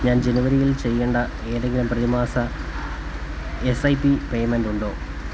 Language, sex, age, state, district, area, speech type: Malayalam, male, 30-45, Kerala, Kollam, rural, read